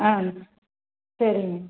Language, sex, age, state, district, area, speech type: Tamil, female, 30-45, Tamil Nadu, Salem, rural, conversation